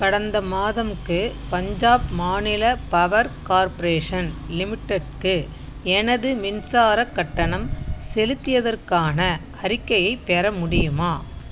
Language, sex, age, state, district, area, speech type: Tamil, female, 60+, Tamil Nadu, Kallakurichi, rural, read